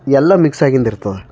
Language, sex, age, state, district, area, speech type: Kannada, male, 30-45, Karnataka, Bidar, urban, spontaneous